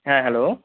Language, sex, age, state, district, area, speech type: Bengali, male, 30-45, West Bengal, North 24 Parganas, rural, conversation